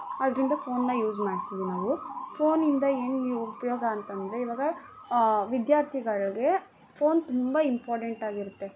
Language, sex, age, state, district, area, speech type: Kannada, female, 18-30, Karnataka, Bangalore Rural, urban, spontaneous